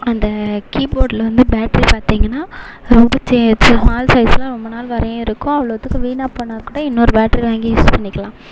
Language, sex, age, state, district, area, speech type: Tamil, female, 18-30, Tamil Nadu, Mayiladuthurai, urban, spontaneous